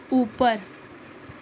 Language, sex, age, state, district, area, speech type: Urdu, female, 18-30, Maharashtra, Nashik, urban, read